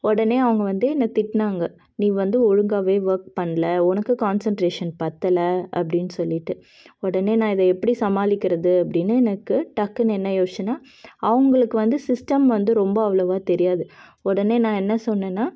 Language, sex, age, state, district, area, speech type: Tamil, female, 30-45, Tamil Nadu, Cuddalore, urban, spontaneous